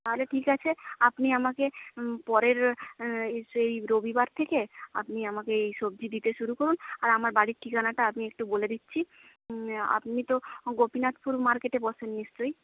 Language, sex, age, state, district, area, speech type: Bengali, female, 18-30, West Bengal, Jhargram, rural, conversation